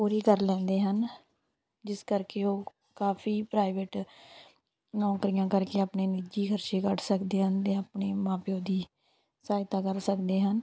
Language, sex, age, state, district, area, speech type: Punjabi, female, 30-45, Punjab, Tarn Taran, rural, spontaneous